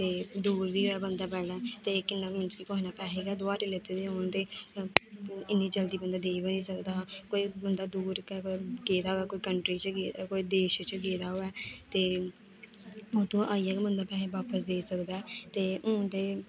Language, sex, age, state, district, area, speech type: Dogri, female, 18-30, Jammu and Kashmir, Kathua, rural, spontaneous